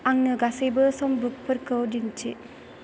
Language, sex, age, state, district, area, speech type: Bodo, female, 18-30, Assam, Chirang, urban, read